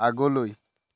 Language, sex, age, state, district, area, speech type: Assamese, male, 18-30, Assam, Dhemaji, rural, read